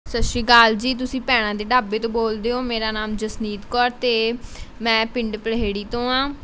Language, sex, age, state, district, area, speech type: Punjabi, female, 18-30, Punjab, Mohali, rural, spontaneous